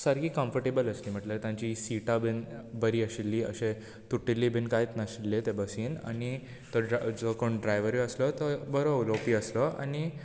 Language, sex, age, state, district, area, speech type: Goan Konkani, male, 18-30, Goa, Bardez, urban, spontaneous